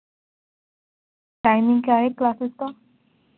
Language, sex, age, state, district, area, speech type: Urdu, female, 18-30, Delhi, North East Delhi, urban, conversation